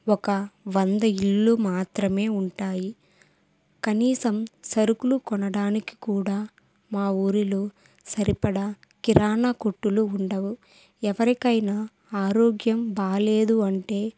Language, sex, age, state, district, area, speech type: Telugu, female, 18-30, Andhra Pradesh, Kadapa, rural, spontaneous